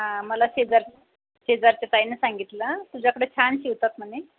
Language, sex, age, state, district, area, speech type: Marathi, female, 45-60, Maharashtra, Buldhana, rural, conversation